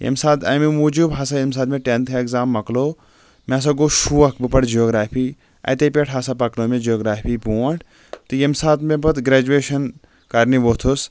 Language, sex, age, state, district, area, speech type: Kashmiri, male, 18-30, Jammu and Kashmir, Anantnag, rural, spontaneous